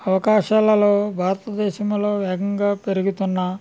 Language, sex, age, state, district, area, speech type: Telugu, male, 60+, Andhra Pradesh, West Godavari, rural, spontaneous